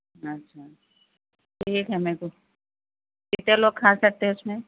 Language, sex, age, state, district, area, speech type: Urdu, female, 18-30, Telangana, Hyderabad, urban, conversation